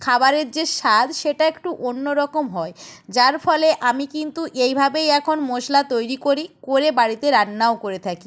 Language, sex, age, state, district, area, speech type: Bengali, female, 45-60, West Bengal, Purba Medinipur, rural, spontaneous